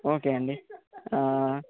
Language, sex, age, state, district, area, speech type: Telugu, male, 18-30, Andhra Pradesh, Chittoor, rural, conversation